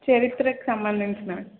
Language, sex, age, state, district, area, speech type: Telugu, female, 18-30, Telangana, Karimnagar, urban, conversation